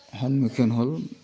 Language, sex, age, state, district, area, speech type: Assamese, male, 45-60, Assam, Sivasagar, rural, spontaneous